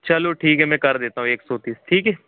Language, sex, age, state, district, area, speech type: Hindi, male, 18-30, Madhya Pradesh, Jabalpur, urban, conversation